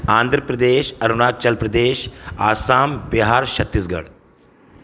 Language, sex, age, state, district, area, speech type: Sindhi, male, 30-45, Madhya Pradesh, Katni, urban, spontaneous